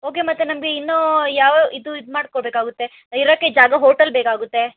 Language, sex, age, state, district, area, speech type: Kannada, female, 60+, Karnataka, Chikkaballapur, urban, conversation